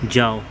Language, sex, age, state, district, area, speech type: Hindi, male, 45-60, Madhya Pradesh, Hoshangabad, rural, read